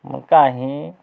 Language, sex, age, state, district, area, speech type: Assamese, male, 45-60, Assam, Biswanath, rural, spontaneous